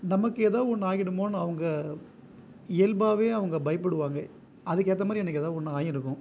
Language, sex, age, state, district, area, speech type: Tamil, male, 30-45, Tamil Nadu, Viluppuram, rural, spontaneous